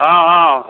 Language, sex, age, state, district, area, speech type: Odia, male, 60+, Odisha, Angul, rural, conversation